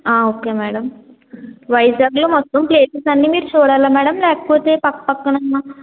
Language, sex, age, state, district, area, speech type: Telugu, female, 18-30, Andhra Pradesh, Kakinada, urban, conversation